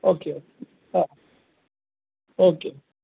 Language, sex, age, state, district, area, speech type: Marathi, male, 30-45, Maharashtra, Jalna, urban, conversation